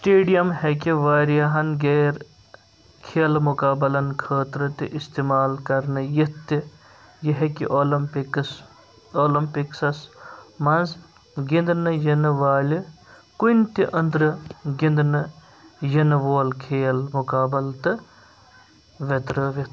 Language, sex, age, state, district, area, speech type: Kashmiri, male, 30-45, Jammu and Kashmir, Srinagar, urban, read